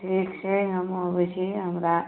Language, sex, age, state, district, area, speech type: Maithili, female, 45-60, Bihar, Sitamarhi, rural, conversation